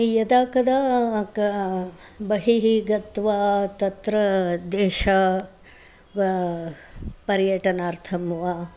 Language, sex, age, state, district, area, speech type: Sanskrit, female, 60+, Karnataka, Bangalore Urban, rural, spontaneous